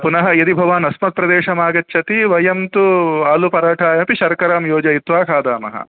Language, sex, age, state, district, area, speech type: Sanskrit, male, 30-45, Karnataka, Udupi, urban, conversation